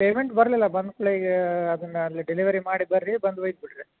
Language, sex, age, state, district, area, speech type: Kannada, male, 45-60, Karnataka, Belgaum, rural, conversation